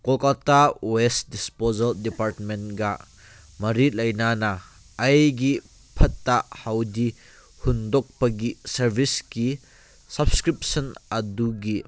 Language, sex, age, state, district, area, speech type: Manipuri, male, 18-30, Manipur, Kangpokpi, urban, read